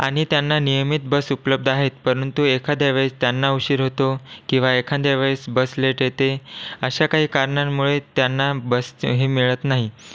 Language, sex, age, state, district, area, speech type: Marathi, male, 18-30, Maharashtra, Washim, rural, spontaneous